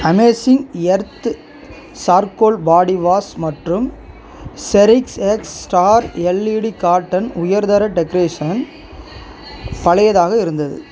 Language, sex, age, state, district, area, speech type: Tamil, male, 30-45, Tamil Nadu, Ariyalur, rural, read